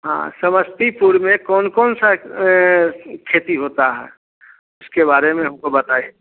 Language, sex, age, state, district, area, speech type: Hindi, male, 60+, Bihar, Samastipur, urban, conversation